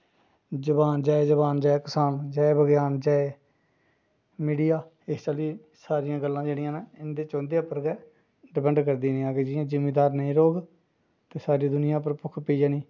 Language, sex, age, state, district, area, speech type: Dogri, male, 45-60, Jammu and Kashmir, Jammu, rural, spontaneous